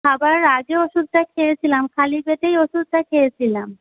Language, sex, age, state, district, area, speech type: Bengali, female, 18-30, West Bengal, Paschim Medinipur, rural, conversation